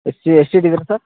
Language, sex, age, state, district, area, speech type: Kannada, male, 30-45, Karnataka, Mandya, rural, conversation